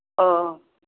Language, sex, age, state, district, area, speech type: Bodo, female, 60+, Assam, Baksa, urban, conversation